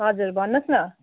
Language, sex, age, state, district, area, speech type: Nepali, female, 45-60, West Bengal, Jalpaiguri, rural, conversation